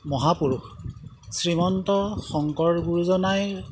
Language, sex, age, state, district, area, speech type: Assamese, male, 60+, Assam, Golaghat, urban, spontaneous